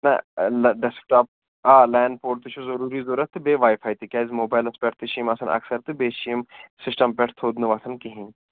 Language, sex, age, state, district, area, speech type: Kashmiri, male, 18-30, Jammu and Kashmir, Srinagar, urban, conversation